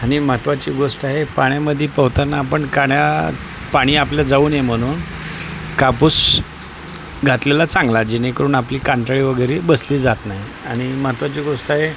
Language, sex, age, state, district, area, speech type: Marathi, male, 45-60, Maharashtra, Osmanabad, rural, spontaneous